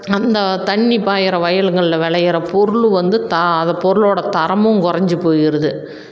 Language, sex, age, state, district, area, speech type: Tamil, female, 45-60, Tamil Nadu, Salem, rural, spontaneous